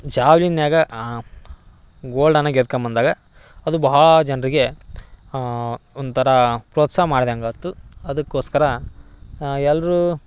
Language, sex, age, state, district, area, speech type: Kannada, male, 18-30, Karnataka, Dharwad, urban, spontaneous